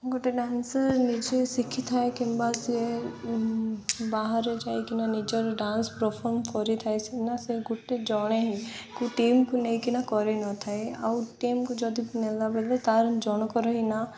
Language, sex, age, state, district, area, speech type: Odia, female, 18-30, Odisha, Koraput, urban, spontaneous